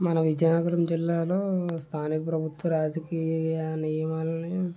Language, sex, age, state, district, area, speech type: Telugu, male, 30-45, Andhra Pradesh, Vizianagaram, rural, spontaneous